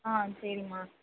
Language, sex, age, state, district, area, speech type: Tamil, female, 18-30, Tamil Nadu, Mayiladuthurai, rural, conversation